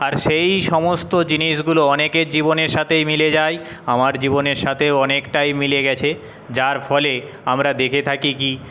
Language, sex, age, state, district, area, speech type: Bengali, male, 30-45, West Bengal, Paschim Medinipur, rural, spontaneous